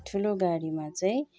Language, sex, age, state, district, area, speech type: Nepali, female, 30-45, West Bengal, Kalimpong, rural, spontaneous